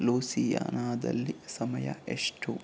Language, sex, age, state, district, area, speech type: Kannada, male, 45-60, Karnataka, Kolar, rural, read